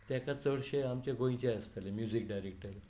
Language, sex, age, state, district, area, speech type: Goan Konkani, male, 60+, Goa, Tiswadi, rural, spontaneous